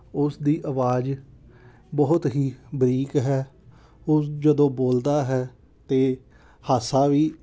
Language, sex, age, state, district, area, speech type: Punjabi, male, 30-45, Punjab, Amritsar, urban, spontaneous